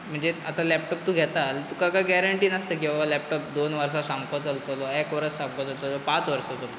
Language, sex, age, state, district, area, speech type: Goan Konkani, male, 18-30, Goa, Bardez, urban, spontaneous